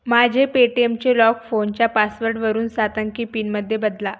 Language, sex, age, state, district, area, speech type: Marathi, female, 18-30, Maharashtra, Buldhana, rural, read